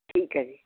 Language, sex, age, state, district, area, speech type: Punjabi, female, 60+, Punjab, Barnala, rural, conversation